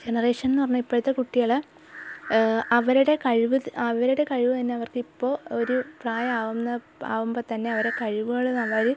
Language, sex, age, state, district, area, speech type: Malayalam, female, 18-30, Kerala, Thiruvananthapuram, rural, spontaneous